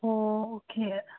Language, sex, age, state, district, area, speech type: Manipuri, female, 18-30, Manipur, Imphal West, urban, conversation